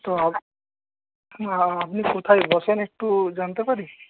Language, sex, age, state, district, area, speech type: Bengali, male, 30-45, West Bengal, Paschim Medinipur, rural, conversation